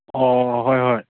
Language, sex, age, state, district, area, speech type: Manipuri, male, 30-45, Manipur, Churachandpur, rural, conversation